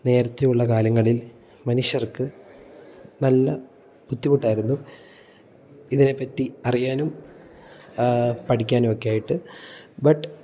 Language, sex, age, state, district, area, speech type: Malayalam, male, 18-30, Kerala, Idukki, rural, spontaneous